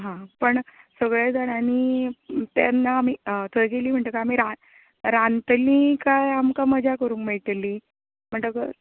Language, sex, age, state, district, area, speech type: Goan Konkani, female, 30-45, Goa, Tiswadi, rural, conversation